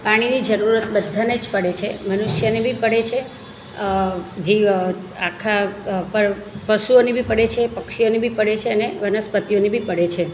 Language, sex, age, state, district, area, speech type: Gujarati, female, 45-60, Gujarat, Surat, rural, spontaneous